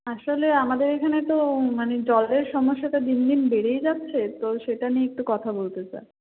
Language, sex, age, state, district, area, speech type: Bengali, female, 30-45, West Bengal, Purba Medinipur, rural, conversation